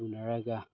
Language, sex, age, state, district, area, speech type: Manipuri, male, 30-45, Manipur, Chandel, rural, spontaneous